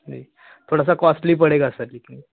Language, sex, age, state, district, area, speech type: Hindi, male, 18-30, Uttar Pradesh, Jaunpur, rural, conversation